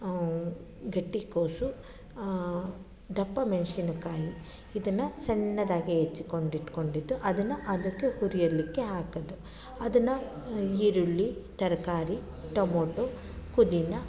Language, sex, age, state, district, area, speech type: Kannada, female, 45-60, Karnataka, Mandya, rural, spontaneous